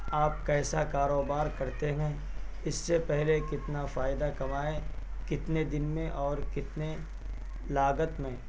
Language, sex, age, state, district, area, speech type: Urdu, male, 18-30, Bihar, Purnia, rural, spontaneous